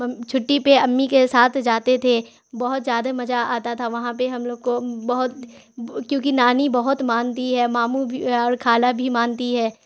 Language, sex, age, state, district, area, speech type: Urdu, female, 18-30, Bihar, Khagaria, rural, spontaneous